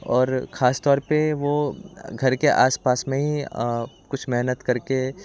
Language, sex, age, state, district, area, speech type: Hindi, male, 18-30, Bihar, Muzaffarpur, urban, spontaneous